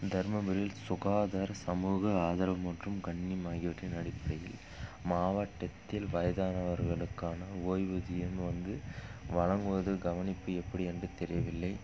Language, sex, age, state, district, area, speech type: Tamil, male, 30-45, Tamil Nadu, Dharmapuri, rural, spontaneous